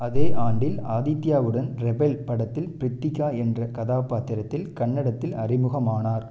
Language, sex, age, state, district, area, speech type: Tamil, male, 18-30, Tamil Nadu, Erode, rural, read